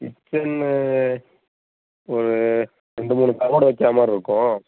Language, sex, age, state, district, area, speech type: Tamil, male, 30-45, Tamil Nadu, Thanjavur, rural, conversation